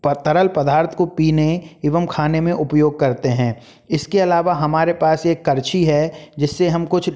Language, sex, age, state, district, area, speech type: Hindi, male, 30-45, Madhya Pradesh, Jabalpur, urban, spontaneous